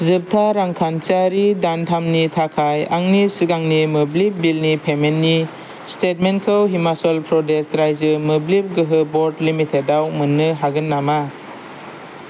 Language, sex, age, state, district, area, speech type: Bodo, male, 18-30, Assam, Kokrajhar, urban, read